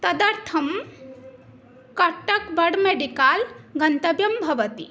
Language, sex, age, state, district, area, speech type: Sanskrit, female, 18-30, Odisha, Cuttack, rural, spontaneous